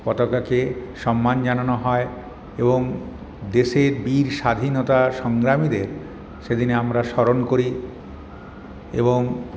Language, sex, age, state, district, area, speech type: Bengali, male, 60+, West Bengal, Paschim Bardhaman, urban, spontaneous